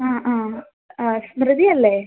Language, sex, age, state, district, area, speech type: Malayalam, female, 18-30, Kerala, Thiruvananthapuram, urban, conversation